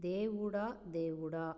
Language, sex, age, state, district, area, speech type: Tamil, female, 30-45, Tamil Nadu, Namakkal, rural, read